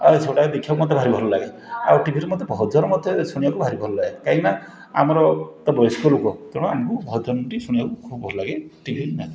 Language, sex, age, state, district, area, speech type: Odia, male, 60+, Odisha, Puri, urban, spontaneous